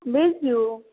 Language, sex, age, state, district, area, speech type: Maithili, female, 30-45, Bihar, Samastipur, rural, conversation